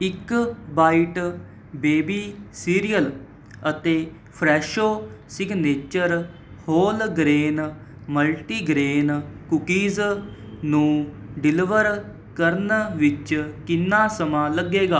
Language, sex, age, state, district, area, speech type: Punjabi, male, 18-30, Punjab, Mohali, urban, read